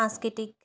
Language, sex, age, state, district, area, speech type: Assamese, female, 18-30, Assam, Sivasagar, rural, spontaneous